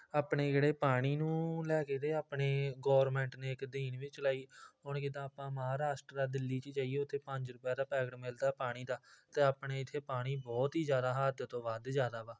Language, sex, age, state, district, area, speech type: Punjabi, male, 18-30, Punjab, Tarn Taran, rural, spontaneous